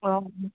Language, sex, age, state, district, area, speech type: Assamese, female, 30-45, Assam, Dibrugarh, rural, conversation